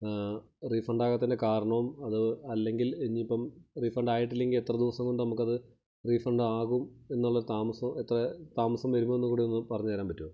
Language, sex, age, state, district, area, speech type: Malayalam, male, 30-45, Kerala, Idukki, rural, spontaneous